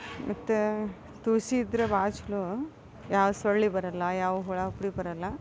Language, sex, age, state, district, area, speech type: Kannada, female, 45-60, Karnataka, Gadag, rural, spontaneous